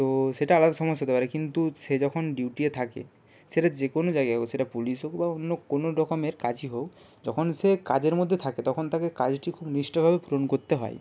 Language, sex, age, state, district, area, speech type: Bengali, male, 30-45, West Bengal, Purba Medinipur, rural, spontaneous